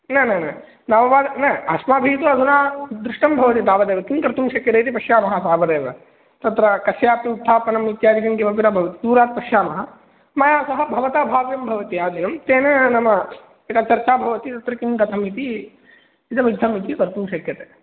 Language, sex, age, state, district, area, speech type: Sanskrit, male, 18-30, Andhra Pradesh, Kadapa, rural, conversation